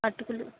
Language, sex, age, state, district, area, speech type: Telugu, female, 60+, Andhra Pradesh, Kakinada, rural, conversation